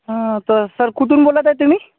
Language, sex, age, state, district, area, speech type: Marathi, male, 30-45, Maharashtra, Washim, urban, conversation